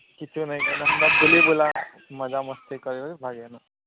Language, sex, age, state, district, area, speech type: Odia, male, 18-30, Odisha, Nuapada, urban, conversation